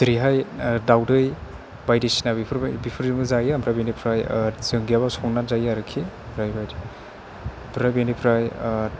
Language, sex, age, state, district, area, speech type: Bodo, male, 18-30, Assam, Chirang, rural, spontaneous